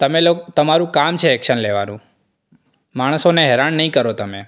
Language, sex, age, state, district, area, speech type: Gujarati, male, 18-30, Gujarat, Surat, rural, spontaneous